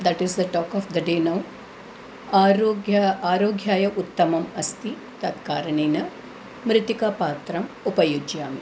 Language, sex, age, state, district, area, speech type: Sanskrit, female, 45-60, Tamil Nadu, Thanjavur, urban, spontaneous